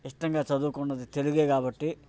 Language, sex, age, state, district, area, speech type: Telugu, male, 45-60, Andhra Pradesh, Bapatla, urban, spontaneous